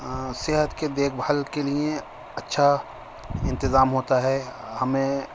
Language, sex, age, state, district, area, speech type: Urdu, male, 45-60, Delhi, Central Delhi, urban, spontaneous